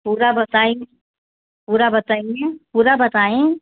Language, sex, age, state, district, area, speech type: Hindi, female, 60+, Uttar Pradesh, Mau, rural, conversation